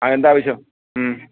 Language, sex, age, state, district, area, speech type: Malayalam, male, 60+, Kerala, Alappuzha, rural, conversation